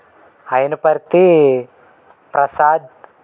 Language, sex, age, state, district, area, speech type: Telugu, male, 18-30, Andhra Pradesh, Eluru, rural, spontaneous